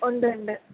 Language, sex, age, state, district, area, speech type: Malayalam, female, 30-45, Kerala, Kottayam, urban, conversation